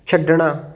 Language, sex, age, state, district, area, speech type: Punjabi, male, 18-30, Punjab, Fatehgarh Sahib, rural, read